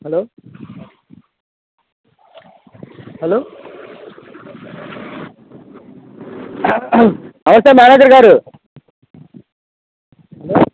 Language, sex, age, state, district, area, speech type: Telugu, male, 18-30, Andhra Pradesh, Bapatla, rural, conversation